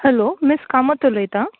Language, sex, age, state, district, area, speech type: Goan Konkani, female, 18-30, Goa, Quepem, rural, conversation